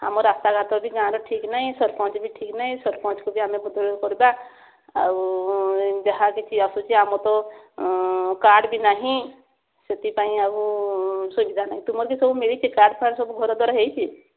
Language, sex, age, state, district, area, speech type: Odia, female, 30-45, Odisha, Mayurbhanj, rural, conversation